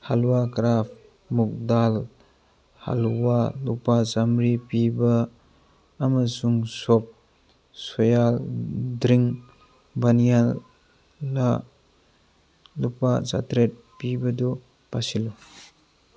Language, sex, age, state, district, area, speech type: Manipuri, male, 30-45, Manipur, Churachandpur, rural, read